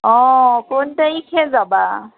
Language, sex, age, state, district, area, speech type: Assamese, female, 45-60, Assam, Tinsukia, rural, conversation